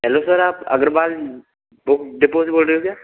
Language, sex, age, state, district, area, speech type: Hindi, male, 18-30, Rajasthan, Bharatpur, rural, conversation